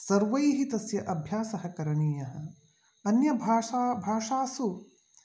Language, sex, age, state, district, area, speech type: Sanskrit, male, 45-60, Karnataka, Uttara Kannada, rural, spontaneous